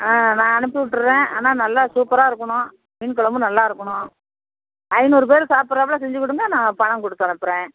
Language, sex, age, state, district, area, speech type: Tamil, female, 60+, Tamil Nadu, Thanjavur, rural, conversation